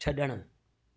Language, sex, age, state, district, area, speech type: Sindhi, male, 45-60, Delhi, South Delhi, urban, read